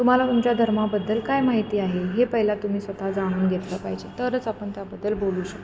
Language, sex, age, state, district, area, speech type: Marathi, female, 30-45, Maharashtra, Kolhapur, urban, spontaneous